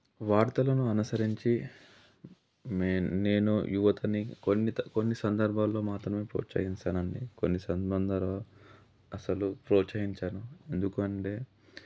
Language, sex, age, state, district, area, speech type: Telugu, male, 30-45, Telangana, Yadadri Bhuvanagiri, rural, spontaneous